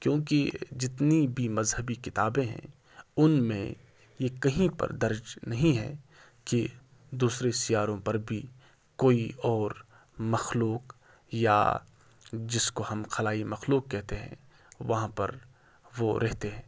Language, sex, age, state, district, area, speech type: Urdu, male, 18-30, Jammu and Kashmir, Srinagar, rural, spontaneous